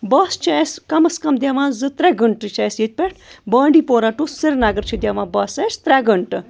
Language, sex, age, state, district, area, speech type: Kashmiri, female, 30-45, Jammu and Kashmir, Bandipora, rural, spontaneous